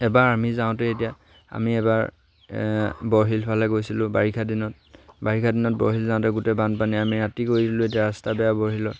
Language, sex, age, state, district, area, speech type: Assamese, male, 18-30, Assam, Sivasagar, rural, spontaneous